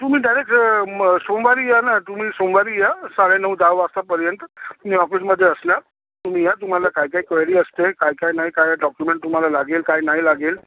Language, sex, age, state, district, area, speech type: Marathi, male, 45-60, Maharashtra, Yavatmal, urban, conversation